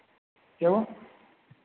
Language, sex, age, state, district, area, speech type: Hindi, male, 30-45, Uttar Pradesh, Lucknow, rural, conversation